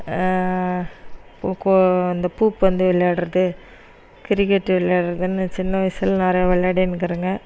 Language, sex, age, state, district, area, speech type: Tamil, female, 30-45, Tamil Nadu, Dharmapuri, rural, spontaneous